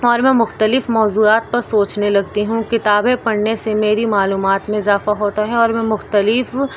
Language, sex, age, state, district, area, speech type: Urdu, female, 18-30, Delhi, East Delhi, urban, spontaneous